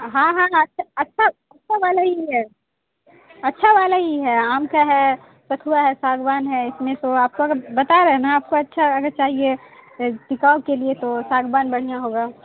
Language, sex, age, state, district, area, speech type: Urdu, female, 18-30, Bihar, Saharsa, rural, conversation